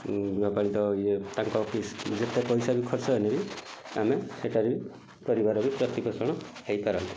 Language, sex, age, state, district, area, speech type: Odia, male, 45-60, Odisha, Kendujhar, urban, spontaneous